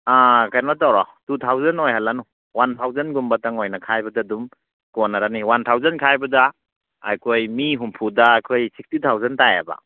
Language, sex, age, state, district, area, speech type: Manipuri, male, 30-45, Manipur, Churachandpur, rural, conversation